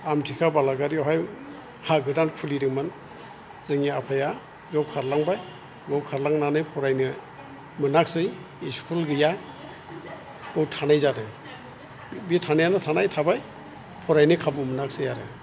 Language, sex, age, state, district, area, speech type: Bodo, male, 60+, Assam, Chirang, rural, spontaneous